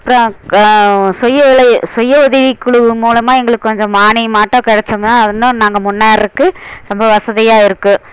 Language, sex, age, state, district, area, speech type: Tamil, female, 60+, Tamil Nadu, Erode, urban, spontaneous